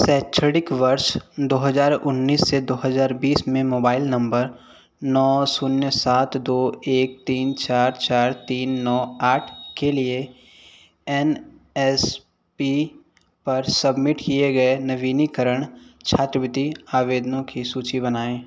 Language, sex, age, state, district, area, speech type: Hindi, male, 18-30, Uttar Pradesh, Sonbhadra, rural, read